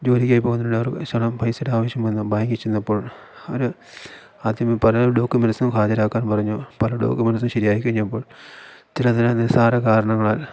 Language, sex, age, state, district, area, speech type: Malayalam, male, 30-45, Kerala, Idukki, rural, spontaneous